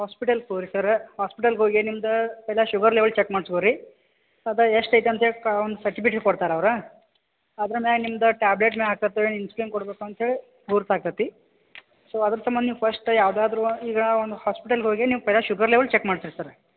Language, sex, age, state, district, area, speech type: Kannada, male, 30-45, Karnataka, Belgaum, urban, conversation